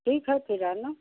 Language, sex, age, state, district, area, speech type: Hindi, female, 60+, Uttar Pradesh, Hardoi, rural, conversation